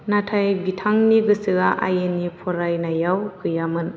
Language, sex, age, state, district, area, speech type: Bodo, female, 18-30, Assam, Chirang, rural, read